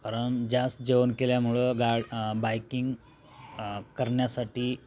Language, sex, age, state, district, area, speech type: Marathi, male, 45-60, Maharashtra, Osmanabad, rural, spontaneous